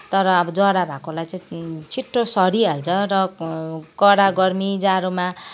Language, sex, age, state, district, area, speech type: Nepali, female, 45-60, West Bengal, Kalimpong, rural, spontaneous